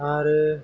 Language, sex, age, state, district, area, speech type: Bodo, male, 30-45, Assam, Kokrajhar, rural, spontaneous